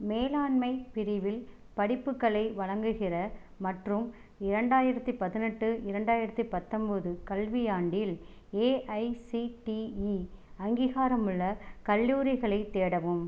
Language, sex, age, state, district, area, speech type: Tamil, female, 30-45, Tamil Nadu, Tiruchirappalli, rural, read